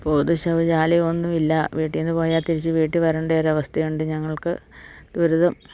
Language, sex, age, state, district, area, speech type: Malayalam, female, 60+, Kerala, Idukki, rural, spontaneous